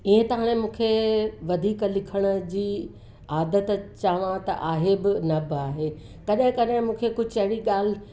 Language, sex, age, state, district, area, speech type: Sindhi, female, 60+, Uttar Pradesh, Lucknow, urban, spontaneous